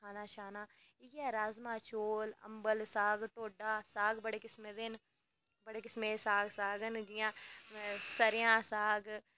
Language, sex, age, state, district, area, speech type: Dogri, female, 18-30, Jammu and Kashmir, Reasi, rural, spontaneous